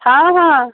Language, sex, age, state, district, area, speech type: Odia, female, 60+, Odisha, Jharsuguda, rural, conversation